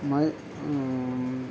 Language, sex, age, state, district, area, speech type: Tamil, male, 60+, Tamil Nadu, Mayiladuthurai, rural, spontaneous